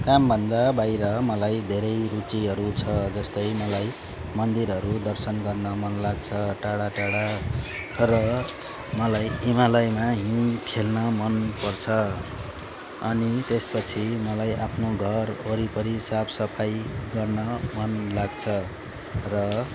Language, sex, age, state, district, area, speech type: Nepali, male, 30-45, West Bengal, Darjeeling, rural, spontaneous